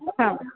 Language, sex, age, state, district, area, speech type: Kannada, female, 30-45, Karnataka, Shimoga, rural, conversation